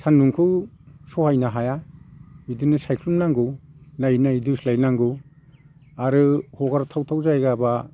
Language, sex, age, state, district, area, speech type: Bodo, male, 60+, Assam, Chirang, rural, spontaneous